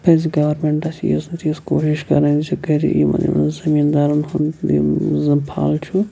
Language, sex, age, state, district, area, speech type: Kashmiri, male, 45-60, Jammu and Kashmir, Shopian, urban, spontaneous